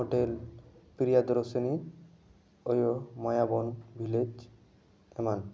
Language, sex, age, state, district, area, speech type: Santali, male, 18-30, West Bengal, Bankura, rural, spontaneous